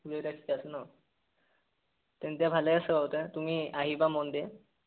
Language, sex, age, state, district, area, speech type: Assamese, male, 18-30, Assam, Sonitpur, rural, conversation